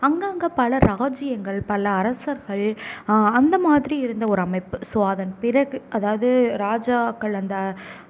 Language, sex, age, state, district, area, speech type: Tamil, female, 18-30, Tamil Nadu, Nagapattinam, rural, spontaneous